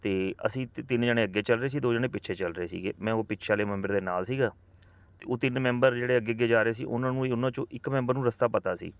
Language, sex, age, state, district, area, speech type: Punjabi, male, 45-60, Punjab, Patiala, urban, spontaneous